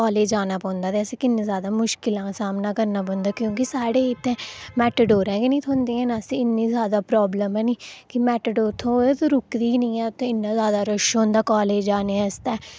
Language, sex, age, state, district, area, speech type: Dogri, female, 18-30, Jammu and Kashmir, Udhampur, rural, spontaneous